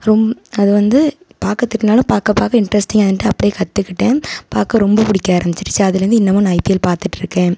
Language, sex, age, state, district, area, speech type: Tamil, female, 18-30, Tamil Nadu, Tiruvarur, urban, spontaneous